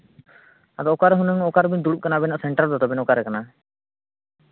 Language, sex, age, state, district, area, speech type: Santali, male, 18-30, Jharkhand, Seraikela Kharsawan, rural, conversation